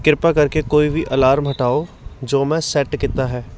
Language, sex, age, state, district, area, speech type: Punjabi, male, 18-30, Punjab, Patiala, urban, read